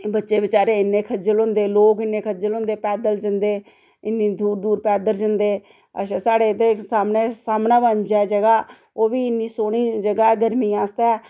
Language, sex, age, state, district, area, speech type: Dogri, female, 45-60, Jammu and Kashmir, Reasi, rural, spontaneous